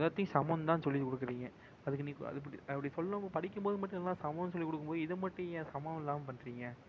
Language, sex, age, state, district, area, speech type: Tamil, male, 18-30, Tamil Nadu, Perambalur, urban, spontaneous